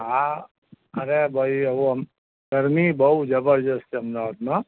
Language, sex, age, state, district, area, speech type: Gujarati, male, 45-60, Gujarat, Ahmedabad, urban, conversation